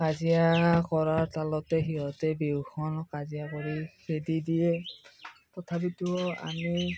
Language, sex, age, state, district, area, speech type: Assamese, male, 30-45, Assam, Darrang, rural, spontaneous